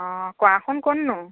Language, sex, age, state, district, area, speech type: Assamese, female, 45-60, Assam, Majuli, urban, conversation